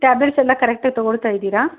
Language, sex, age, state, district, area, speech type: Kannada, female, 45-60, Karnataka, Davanagere, rural, conversation